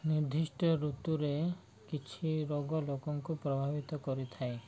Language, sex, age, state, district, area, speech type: Odia, male, 30-45, Odisha, Koraput, urban, spontaneous